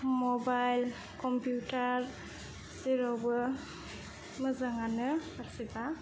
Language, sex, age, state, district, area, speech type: Bodo, female, 18-30, Assam, Kokrajhar, rural, spontaneous